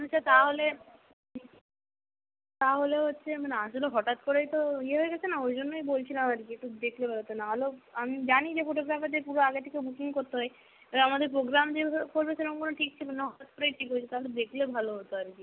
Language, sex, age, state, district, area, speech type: Bengali, female, 30-45, West Bengal, Nadia, rural, conversation